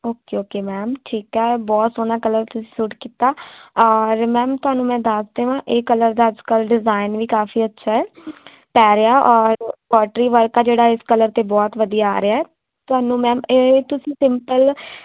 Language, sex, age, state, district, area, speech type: Punjabi, female, 18-30, Punjab, Firozpur, rural, conversation